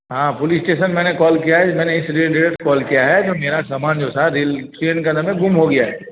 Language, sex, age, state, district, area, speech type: Hindi, male, 45-60, Bihar, Darbhanga, rural, conversation